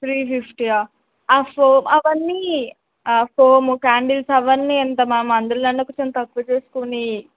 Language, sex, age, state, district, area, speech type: Telugu, female, 18-30, Telangana, Warangal, rural, conversation